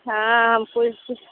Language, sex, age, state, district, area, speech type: Hindi, female, 30-45, Uttar Pradesh, Mirzapur, rural, conversation